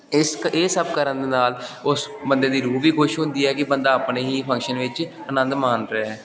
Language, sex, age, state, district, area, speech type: Punjabi, male, 18-30, Punjab, Gurdaspur, urban, spontaneous